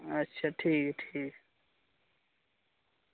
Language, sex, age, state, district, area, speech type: Dogri, male, 30-45, Jammu and Kashmir, Reasi, rural, conversation